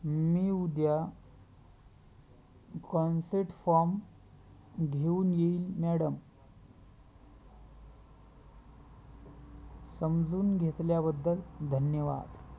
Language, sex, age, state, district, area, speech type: Marathi, male, 30-45, Maharashtra, Hingoli, urban, read